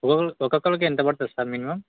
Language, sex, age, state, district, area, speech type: Telugu, male, 18-30, Telangana, Bhadradri Kothagudem, urban, conversation